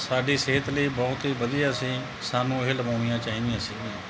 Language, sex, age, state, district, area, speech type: Punjabi, male, 45-60, Punjab, Mansa, urban, spontaneous